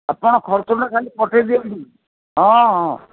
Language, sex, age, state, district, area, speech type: Odia, male, 60+, Odisha, Gajapati, rural, conversation